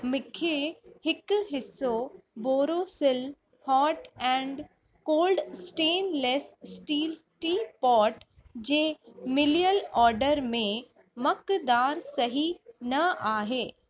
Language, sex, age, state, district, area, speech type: Sindhi, female, 45-60, Uttar Pradesh, Lucknow, rural, read